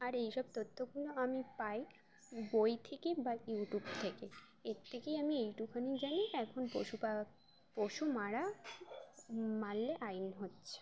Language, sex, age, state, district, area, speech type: Bengali, female, 18-30, West Bengal, Uttar Dinajpur, urban, spontaneous